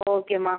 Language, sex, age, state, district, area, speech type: Tamil, female, 30-45, Tamil Nadu, Ariyalur, rural, conversation